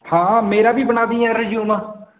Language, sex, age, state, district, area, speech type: Punjabi, male, 18-30, Punjab, Bathinda, rural, conversation